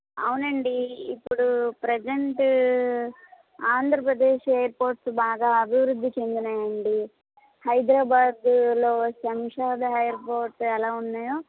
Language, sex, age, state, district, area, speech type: Telugu, female, 30-45, Andhra Pradesh, Palnadu, urban, conversation